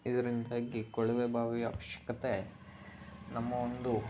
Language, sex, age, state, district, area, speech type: Kannada, male, 18-30, Karnataka, Chitradurga, rural, spontaneous